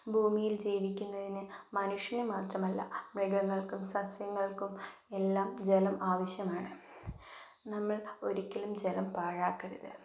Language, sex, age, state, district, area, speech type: Malayalam, female, 18-30, Kerala, Wayanad, rural, spontaneous